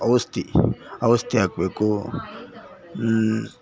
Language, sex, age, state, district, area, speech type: Kannada, male, 60+, Karnataka, Bangalore Rural, rural, spontaneous